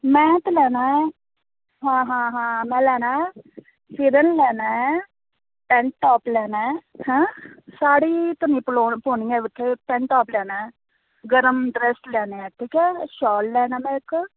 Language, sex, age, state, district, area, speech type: Dogri, female, 30-45, Jammu and Kashmir, Reasi, rural, conversation